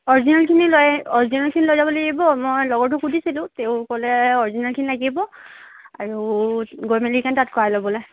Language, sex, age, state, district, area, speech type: Assamese, female, 18-30, Assam, Charaideo, urban, conversation